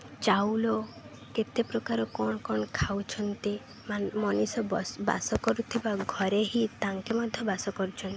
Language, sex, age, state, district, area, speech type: Odia, female, 18-30, Odisha, Malkangiri, urban, spontaneous